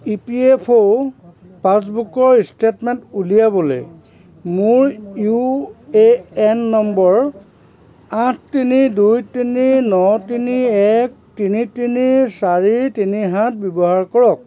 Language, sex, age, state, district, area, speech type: Assamese, male, 45-60, Assam, Sivasagar, rural, read